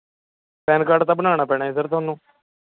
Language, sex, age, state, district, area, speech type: Punjabi, male, 30-45, Punjab, Mohali, urban, conversation